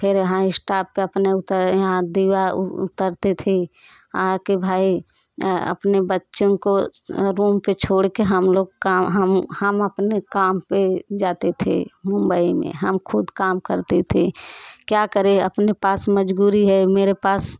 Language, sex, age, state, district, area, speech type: Hindi, female, 30-45, Uttar Pradesh, Jaunpur, rural, spontaneous